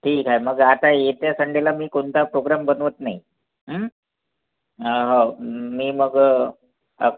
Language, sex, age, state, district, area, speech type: Marathi, male, 45-60, Maharashtra, Wardha, urban, conversation